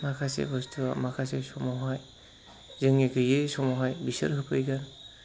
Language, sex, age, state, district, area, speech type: Bodo, male, 30-45, Assam, Chirang, rural, spontaneous